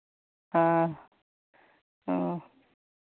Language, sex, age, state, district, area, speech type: Hindi, female, 30-45, Uttar Pradesh, Chandauli, rural, conversation